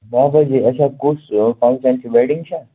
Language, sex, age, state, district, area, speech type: Kashmiri, male, 18-30, Jammu and Kashmir, Bandipora, rural, conversation